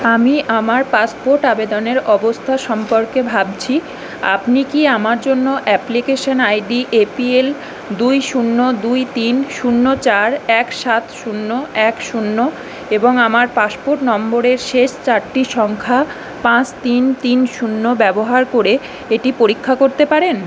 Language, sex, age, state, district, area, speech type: Bengali, female, 18-30, West Bengal, Kolkata, urban, read